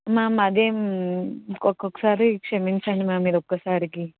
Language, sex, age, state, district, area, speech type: Telugu, female, 18-30, Telangana, Karimnagar, urban, conversation